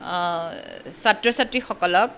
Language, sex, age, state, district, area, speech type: Assamese, female, 45-60, Assam, Tinsukia, urban, spontaneous